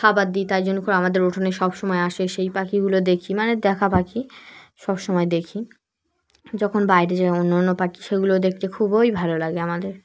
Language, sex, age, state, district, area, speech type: Bengali, female, 18-30, West Bengal, Dakshin Dinajpur, urban, spontaneous